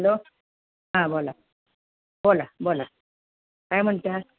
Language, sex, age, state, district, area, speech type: Marathi, female, 60+, Maharashtra, Osmanabad, rural, conversation